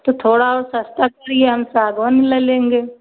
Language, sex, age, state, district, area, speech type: Hindi, female, 30-45, Uttar Pradesh, Ayodhya, rural, conversation